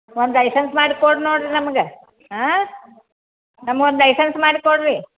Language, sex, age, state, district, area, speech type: Kannada, female, 60+, Karnataka, Belgaum, rural, conversation